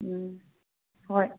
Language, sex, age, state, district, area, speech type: Manipuri, female, 60+, Manipur, Kangpokpi, urban, conversation